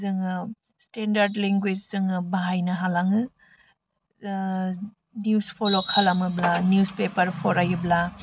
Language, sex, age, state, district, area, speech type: Bodo, female, 18-30, Assam, Udalguri, rural, spontaneous